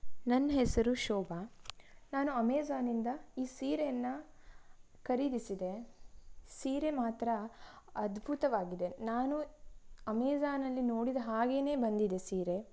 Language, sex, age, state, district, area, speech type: Kannada, female, 18-30, Karnataka, Tumkur, rural, spontaneous